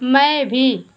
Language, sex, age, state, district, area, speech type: Hindi, female, 45-60, Uttar Pradesh, Mau, urban, read